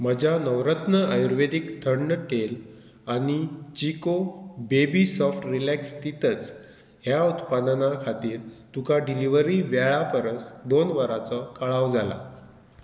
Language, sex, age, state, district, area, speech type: Goan Konkani, male, 45-60, Goa, Murmgao, rural, read